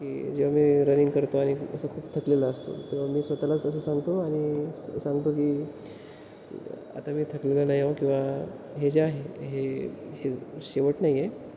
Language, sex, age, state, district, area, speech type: Marathi, male, 18-30, Maharashtra, Wardha, urban, spontaneous